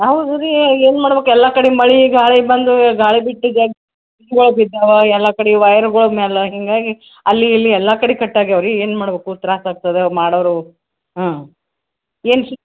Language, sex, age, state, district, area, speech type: Kannada, female, 60+, Karnataka, Gulbarga, urban, conversation